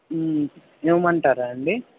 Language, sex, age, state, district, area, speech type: Telugu, male, 18-30, Andhra Pradesh, N T Rama Rao, urban, conversation